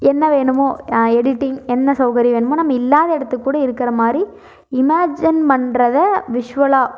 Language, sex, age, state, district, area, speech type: Tamil, female, 18-30, Tamil Nadu, Erode, urban, spontaneous